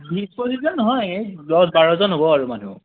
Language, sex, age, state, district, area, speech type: Assamese, male, 45-60, Assam, Morigaon, rural, conversation